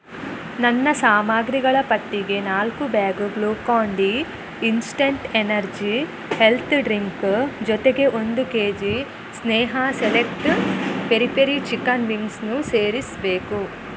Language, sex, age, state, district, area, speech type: Kannada, female, 18-30, Karnataka, Chitradurga, rural, read